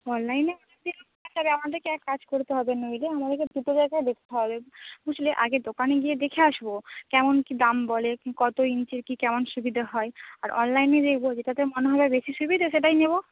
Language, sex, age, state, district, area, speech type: Bengali, female, 30-45, West Bengal, Purba Medinipur, rural, conversation